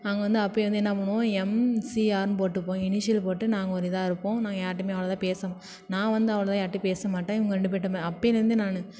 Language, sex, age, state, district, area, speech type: Tamil, female, 18-30, Tamil Nadu, Thanjavur, urban, spontaneous